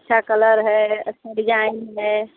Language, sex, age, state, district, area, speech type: Hindi, female, 30-45, Uttar Pradesh, Mirzapur, rural, conversation